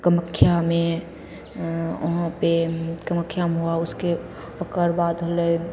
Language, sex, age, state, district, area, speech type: Maithili, female, 18-30, Bihar, Begusarai, rural, spontaneous